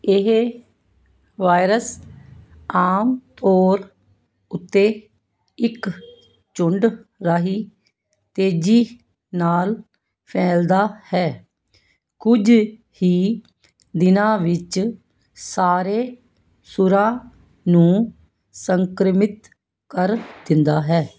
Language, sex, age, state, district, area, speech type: Punjabi, female, 60+, Punjab, Fazilka, rural, read